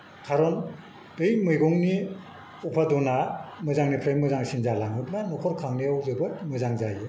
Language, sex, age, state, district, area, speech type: Bodo, male, 60+, Assam, Kokrajhar, rural, spontaneous